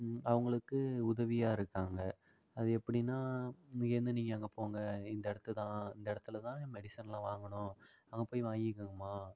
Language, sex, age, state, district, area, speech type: Tamil, male, 45-60, Tamil Nadu, Ariyalur, rural, spontaneous